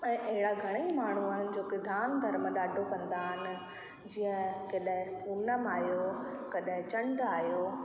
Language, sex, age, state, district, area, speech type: Sindhi, female, 30-45, Rajasthan, Ajmer, urban, spontaneous